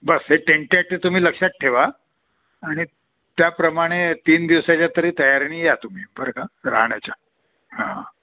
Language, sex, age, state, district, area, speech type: Marathi, male, 60+, Maharashtra, Nashik, urban, conversation